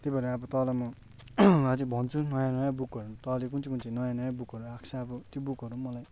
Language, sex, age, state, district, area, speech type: Nepali, male, 18-30, West Bengal, Darjeeling, urban, spontaneous